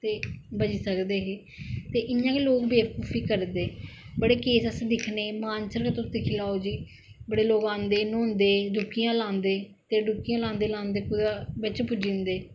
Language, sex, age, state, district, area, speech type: Dogri, female, 45-60, Jammu and Kashmir, Samba, rural, spontaneous